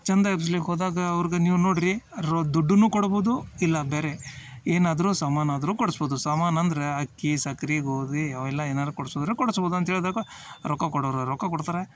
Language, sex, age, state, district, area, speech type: Kannada, male, 30-45, Karnataka, Dharwad, urban, spontaneous